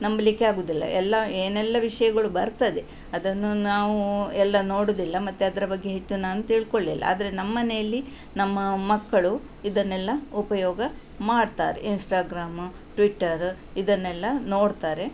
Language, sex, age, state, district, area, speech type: Kannada, female, 60+, Karnataka, Udupi, rural, spontaneous